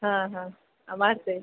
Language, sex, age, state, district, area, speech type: Kannada, female, 18-30, Karnataka, Udupi, urban, conversation